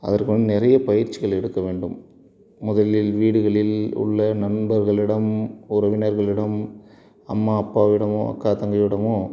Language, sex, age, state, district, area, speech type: Tamil, male, 30-45, Tamil Nadu, Salem, rural, spontaneous